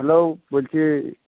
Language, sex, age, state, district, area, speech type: Bengali, male, 18-30, West Bengal, Jhargram, rural, conversation